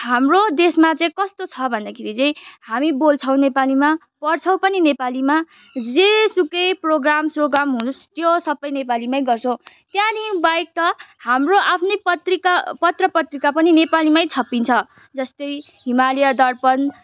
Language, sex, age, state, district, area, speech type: Nepali, female, 18-30, West Bengal, Kalimpong, rural, spontaneous